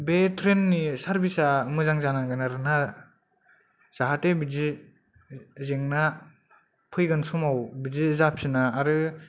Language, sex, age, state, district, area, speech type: Bodo, male, 18-30, Assam, Kokrajhar, urban, spontaneous